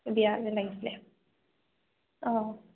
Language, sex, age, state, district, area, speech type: Assamese, female, 45-60, Assam, Biswanath, rural, conversation